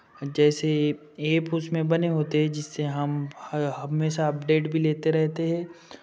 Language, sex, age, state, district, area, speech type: Hindi, male, 18-30, Madhya Pradesh, Betul, rural, spontaneous